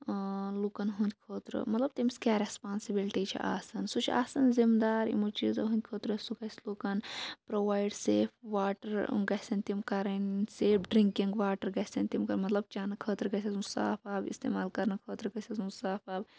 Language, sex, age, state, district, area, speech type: Kashmiri, female, 18-30, Jammu and Kashmir, Shopian, rural, spontaneous